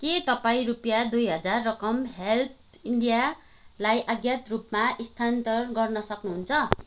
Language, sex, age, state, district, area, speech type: Nepali, female, 45-60, West Bengal, Kalimpong, rural, read